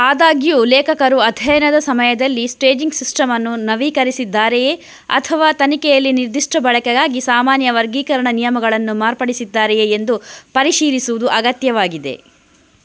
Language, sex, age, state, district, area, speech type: Kannada, female, 30-45, Karnataka, Udupi, rural, read